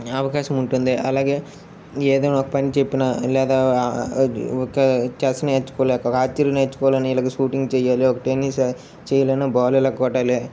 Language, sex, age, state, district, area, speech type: Telugu, male, 30-45, Andhra Pradesh, Srikakulam, urban, spontaneous